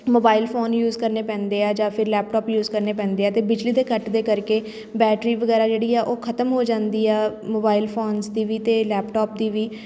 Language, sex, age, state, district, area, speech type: Punjabi, female, 30-45, Punjab, Shaheed Bhagat Singh Nagar, urban, spontaneous